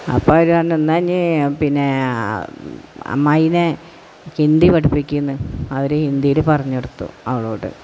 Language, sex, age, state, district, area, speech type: Malayalam, female, 60+, Kerala, Malappuram, rural, spontaneous